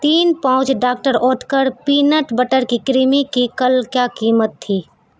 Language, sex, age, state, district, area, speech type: Urdu, female, 45-60, Bihar, Supaul, urban, read